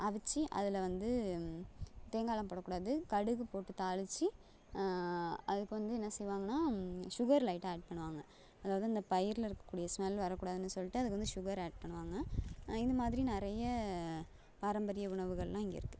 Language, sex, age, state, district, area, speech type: Tamil, female, 30-45, Tamil Nadu, Thanjavur, urban, spontaneous